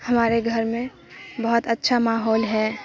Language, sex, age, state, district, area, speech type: Urdu, female, 18-30, Bihar, Supaul, rural, spontaneous